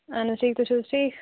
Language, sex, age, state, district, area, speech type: Kashmiri, female, 18-30, Jammu and Kashmir, Bandipora, rural, conversation